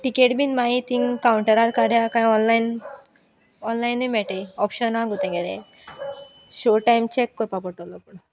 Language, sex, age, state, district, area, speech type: Goan Konkani, female, 18-30, Goa, Sanguem, rural, spontaneous